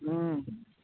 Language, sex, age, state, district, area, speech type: Maithili, male, 30-45, Bihar, Darbhanga, rural, conversation